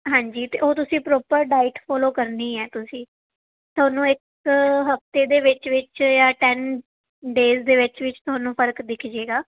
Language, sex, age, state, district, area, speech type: Punjabi, female, 18-30, Punjab, Fazilka, rural, conversation